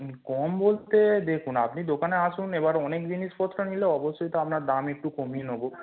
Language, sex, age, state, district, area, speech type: Bengali, male, 18-30, West Bengal, Howrah, urban, conversation